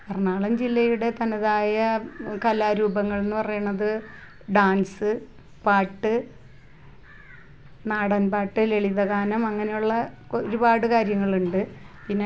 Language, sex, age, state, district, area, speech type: Malayalam, female, 45-60, Kerala, Ernakulam, rural, spontaneous